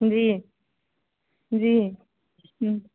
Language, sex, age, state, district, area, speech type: Hindi, female, 30-45, Uttar Pradesh, Azamgarh, rural, conversation